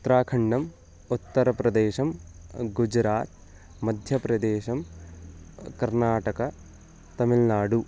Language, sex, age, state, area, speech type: Sanskrit, male, 18-30, Uttarakhand, urban, spontaneous